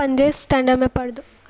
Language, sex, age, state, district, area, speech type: Sindhi, female, 18-30, Gujarat, Surat, urban, spontaneous